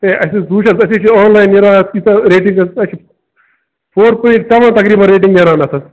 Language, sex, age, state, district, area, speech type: Kashmiri, male, 30-45, Jammu and Kashmir, Bandipora, rural, conversation